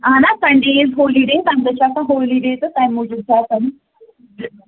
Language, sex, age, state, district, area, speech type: Kashmiri, female, 18-30, Jammu and Kashmir, Pulwama, urban, conversation